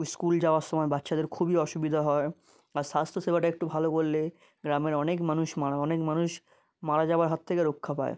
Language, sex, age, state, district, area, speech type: Bengali, male, 30-45, West Bengal, South 24 Parganas, rural, spontaneous